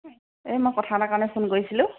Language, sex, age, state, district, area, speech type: Assamese, female, 45-60, Assam, Charaideo, urban, conversation